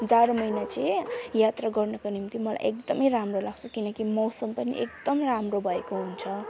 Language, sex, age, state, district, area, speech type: Nepali, female, 18-30, West Bengal, Alipurduar, rural, spontaneous